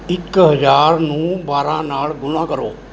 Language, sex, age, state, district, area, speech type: Punjabi, male, 60+, Punjab, Mohali, urban, read